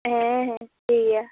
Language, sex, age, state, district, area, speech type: Santali, female, 18-30, West Bengal, Purba Medinipur, rural, conversation